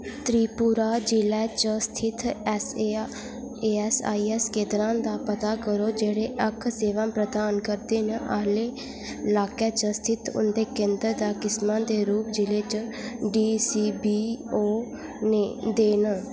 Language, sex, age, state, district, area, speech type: Dogri, female, 18-30, Jammu and Kashmir, Udhampur, rural, read